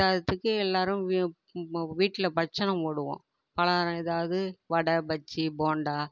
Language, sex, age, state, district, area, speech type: Tamil, female, 60+, Tamil Nadu, Tiruvarur, rural, spontaneous